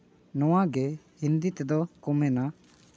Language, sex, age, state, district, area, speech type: Santali, male, 18-30, Jharkhand, Seraikela Kharsawan, rural, spontaneous